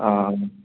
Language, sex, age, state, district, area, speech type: Malayalam, male, 30-45, Kerala, Malappuram, rural, conversation